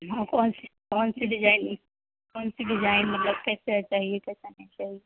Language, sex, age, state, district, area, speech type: Urdu, female, 18-30, Uttar Pradesh, Mirzapur, rural, conversation